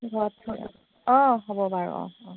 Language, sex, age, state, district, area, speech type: Assamese, female, 45-60, Assam, Golaghat, rural, conversation